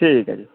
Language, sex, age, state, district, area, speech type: Dogri, male, 30-45, Jammu and Kashmir, Reasi, rural, conversation